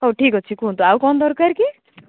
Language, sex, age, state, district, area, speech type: Odia, female, 18-30, Odisha, Malkangiri, urban, conversation